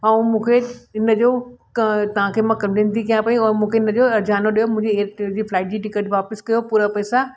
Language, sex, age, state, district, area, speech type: Sindhi, female, 60+, Delhi, South Delhi, urban, spontaneous